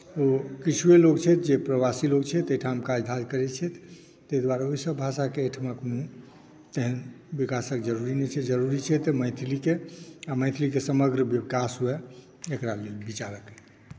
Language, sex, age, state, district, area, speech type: Maithili, male, 60+, Bihar, Saharsa, urban, spontaneous